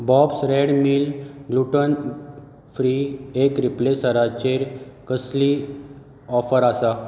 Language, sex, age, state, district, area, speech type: Goan Konkani, male, 30-45, Goa, Bardez, rural, read